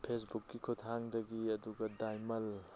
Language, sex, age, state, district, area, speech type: Manipuri, male, 45-60, Manipur, Thoubal, rural, spontaneous